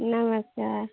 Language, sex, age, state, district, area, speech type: Hindi, female, 45-60, Uttar Pradesh, Hardoi, rural, conversation